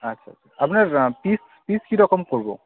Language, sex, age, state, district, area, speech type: Bengali, male, 18-30, West Bengal, Bankura, urban, conversation